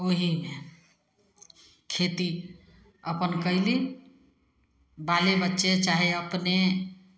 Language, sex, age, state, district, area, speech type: Maithili, female, 45-60, Bihar, Samastipur, rural, spontaneous